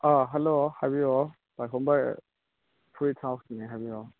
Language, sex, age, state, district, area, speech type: Manipuri, male, 45-60, Manipur, Imphal East, rural, conversation